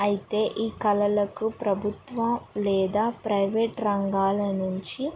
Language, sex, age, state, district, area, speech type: Telugu, female, 18-30, Telangana, Mahabubabad, rural, spontaneous